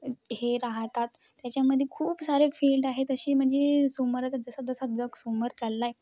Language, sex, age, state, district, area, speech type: Marathi, female, 18-30, Maharashtra, Wardha, rural, spontaneous